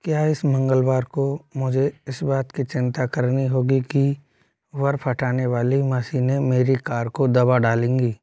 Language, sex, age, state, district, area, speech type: Hindi, male, 18-30, Madhya Pradesh, Ujjain, urban, read